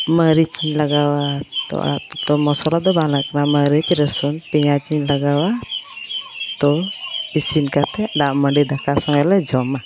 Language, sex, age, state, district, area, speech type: Santali, female, 30-45, West Bengal, Malda, rural, spontaneous